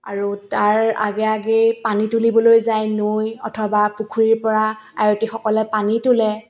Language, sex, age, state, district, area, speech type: Assamese, female, 30-45, Assam, Dibrugarh, rural, spontaneous